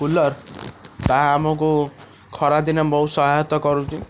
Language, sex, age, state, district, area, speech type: Odia, male, 18-30, Odisha, Cuttack, urban, spontaneous